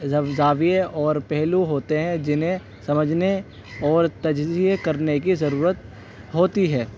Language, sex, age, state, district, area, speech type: Urdu, male, 18-30, Delhi, North West Delhi, urban, spontaneous